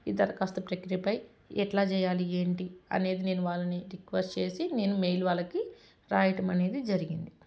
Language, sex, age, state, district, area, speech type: Telugu, female, 30-45, Telangana, Medchal, urban, spontaneous